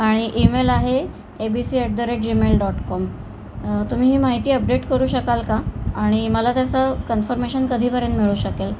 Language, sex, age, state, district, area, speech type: Marathi, female, 45-60, Maharashtra, Thane, rural, spontaneous